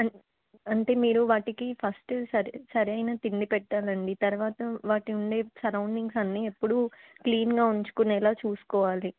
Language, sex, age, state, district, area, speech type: Telugu, female, 18-30, Telangana, Warangal, rural, conversation